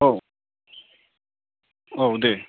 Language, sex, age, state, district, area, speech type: Bodo, male, 18-30, Assam, Baksa, rural, conversation